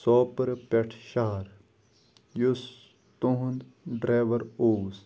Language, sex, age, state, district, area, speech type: Kashmiri, male, 18-30, Jammu and Kashmir, Kupwara, rural, spontaneous